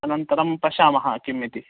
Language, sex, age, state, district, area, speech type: Sanskrit, male, 45-60, Karnataka, Bangalore Urban, urban, conversation